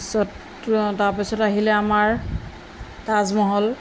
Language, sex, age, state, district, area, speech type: Assamese, female, 45-60, Assam, Jorhat, urban, spontaneous